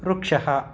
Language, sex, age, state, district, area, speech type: Sanskrit, male, 18-30, Karnataka, Vijayanagara, urban, read